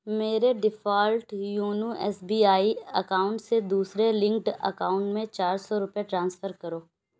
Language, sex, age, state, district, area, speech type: Urdu, female, 18-30, Uttar Pradesh, Lucknow, urban, read